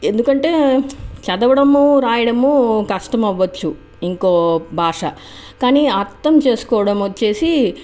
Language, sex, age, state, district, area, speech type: Telugu, female, 30-45, Andhra Pradesh, Chittoor, urban, spontaneous